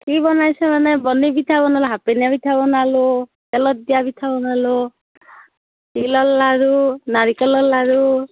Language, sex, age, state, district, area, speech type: Assamese, female, 18-30, Assam, Darrang, rural, conversation